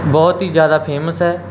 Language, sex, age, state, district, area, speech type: Punjabi, male, 18-30, Punjab, Mansa, urban, spontaneous